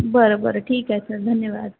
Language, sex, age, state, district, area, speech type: Marathi, female, 30-45, Maharashtra, Nagpur, urban, conversation